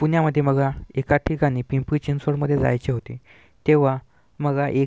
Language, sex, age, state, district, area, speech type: Marathi, male, 18-30, Maharashtra, Washim, urban, spontaneous